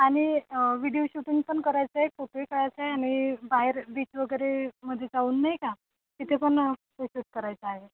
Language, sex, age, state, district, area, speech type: Marathi, female, 18-30, Maharashtra, Thane, rural, conversation